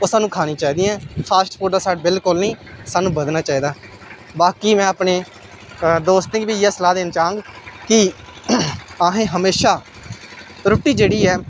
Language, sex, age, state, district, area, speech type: Dogri, male, 18-30, Jammu and Kashmir, Samba, rural, spontaneous